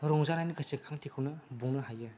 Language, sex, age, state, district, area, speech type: Bodo, male, 18-30, Assam, Kokrajhar, rural, spontaneous